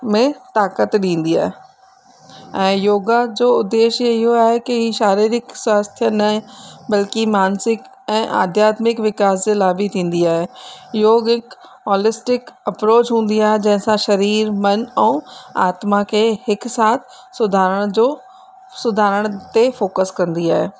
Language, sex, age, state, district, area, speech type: Sindhi, female, 30-45, Rajasthan, Ajmer, urban, spontaneous